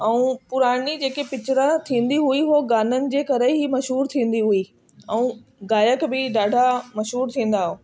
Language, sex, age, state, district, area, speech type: Sindhi, female, 30-45, Delhi, South Delhi, urban, spontaneous